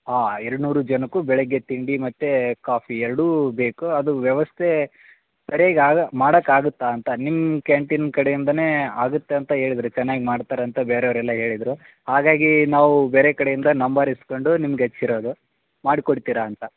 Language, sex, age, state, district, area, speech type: Kannada, male, 18-30, Karnataka, Koppal, rural, conversation